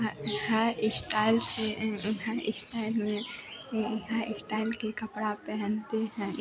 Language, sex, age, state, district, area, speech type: Hindi, female, 18-30, Bihar, Madhepura, rural, spontaneous